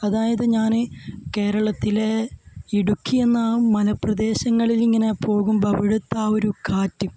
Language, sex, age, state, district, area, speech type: Malayalam, male, 18-30, Kerala, Kasaragod, rural, spontaneous